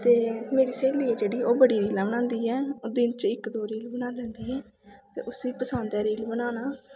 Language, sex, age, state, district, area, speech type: Dogri, female, 18-30, Jammu and Kashmir, Kathua, rural, spontaneous